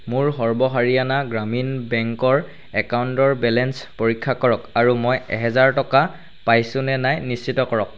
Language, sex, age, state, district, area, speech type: Assamese, male, 45-60, Assam, Charaideo, rural, read